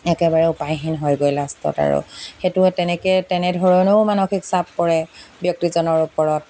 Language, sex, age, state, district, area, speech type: Assamese, female, 30-45, Assam, Golaghat, urban, spontaneous